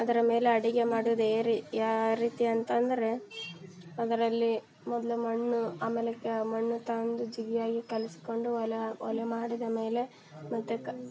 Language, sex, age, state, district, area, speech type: Kannada, female, 18-30, Karnataka, Vijayanagara, rural, spontaneous